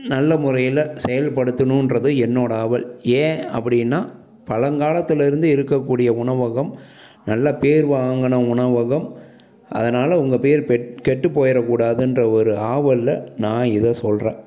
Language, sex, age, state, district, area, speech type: Tamil, male, 30-45, Tamil Nadu, Salem, urban, spontaneous